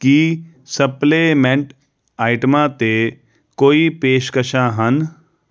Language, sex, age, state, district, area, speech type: Punjabi, male, 30-45, Punjab, Jalandhar, urban, read